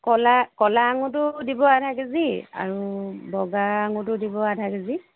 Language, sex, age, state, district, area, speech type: Assamese, female, 30-45, Assam, Lakhimpur, rural, conversation